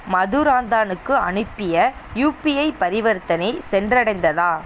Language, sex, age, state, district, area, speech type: Tamil, female, 18-30, Tamil Nadu, Sivaganga, rural, read